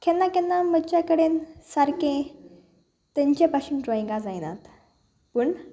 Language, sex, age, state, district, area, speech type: Goan Konkani, female, 18-30, Goa, Salcete, rural, spontaneous